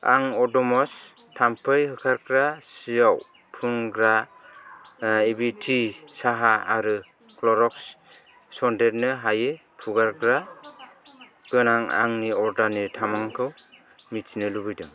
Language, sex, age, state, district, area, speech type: Bodo, male, 45-60, Assam, Kokrajhar, urban, read